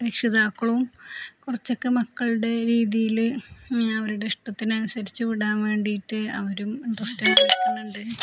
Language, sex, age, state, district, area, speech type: Malayalam, female, 30-45, Kerala, Palakkad, rural, spontaneous